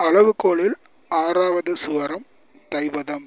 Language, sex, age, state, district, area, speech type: Tamil, male, 45-60, Tamil Nadu, Tiruvarur, urban, read